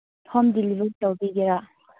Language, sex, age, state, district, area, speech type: Manipuri, female, 18-30, Manipur, Churachandpur, rural, conversation